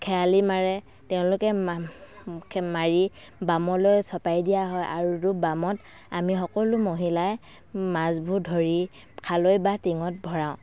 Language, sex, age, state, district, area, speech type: Assamese, female, 45-60, Assam, Dhemaji, rural, spontaneous